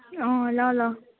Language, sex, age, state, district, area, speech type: Nepali, female, 18-30, West Bengal, Kalimpong, rural, conversation